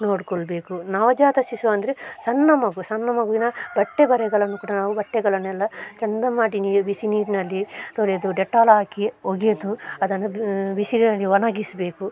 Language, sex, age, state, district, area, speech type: Kannada, female, 30-45, Karnataka, Dakshina Kannada, rural, spontaneous